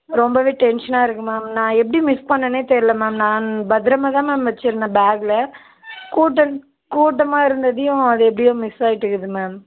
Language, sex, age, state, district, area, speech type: Tamil, female, 18-30, Tamil Nadu, Dharmapuri, rural, conversation